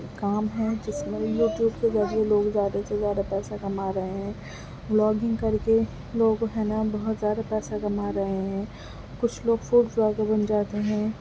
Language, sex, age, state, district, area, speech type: Urdu, female, 18-30, Delhi, Central Delhi, urban, spontaneous